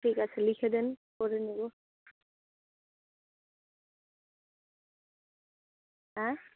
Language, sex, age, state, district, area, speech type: Bengali, female, 30-45, West Bengal, Malda, urban, conversation